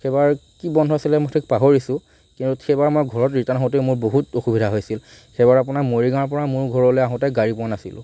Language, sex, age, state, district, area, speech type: Assamese, male, 45-60, Assam, Morigaon, rural, spontaneous